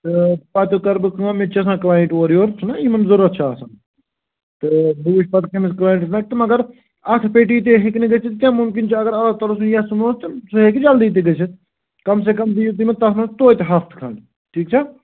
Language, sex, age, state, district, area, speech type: Kashmiri, male, 30-45, Jammu and Kashmir, Srinagar, rural, conversation